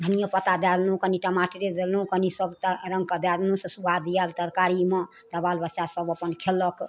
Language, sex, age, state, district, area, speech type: Maithili, female, 45-60, Bihar, Darbhanga, rural, spontaneous